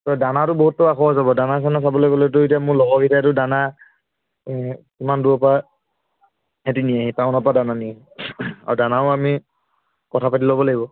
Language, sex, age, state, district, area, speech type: Assamese, male, 18-30, Assam, Lakhimpur, urban, conversation